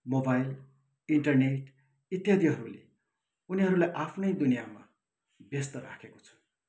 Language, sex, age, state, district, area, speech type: Nepali, male, 60+, West Bengal, Kalimpong, rural, spontaneous